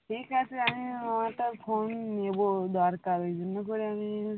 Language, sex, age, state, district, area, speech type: Bengali, female, 30-45, West Bengal, Birbhum, urban, conversation